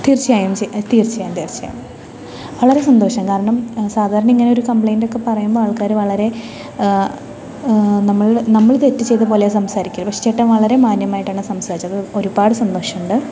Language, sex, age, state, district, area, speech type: Malayalam, female, 18-30, Kerala, Thrissur, urban, spontaneous